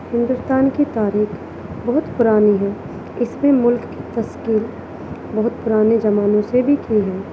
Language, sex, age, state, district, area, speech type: Urdu, female, 18-30, Uttar Pradesh, Gautam Buddha Nagar, rural, spontaneous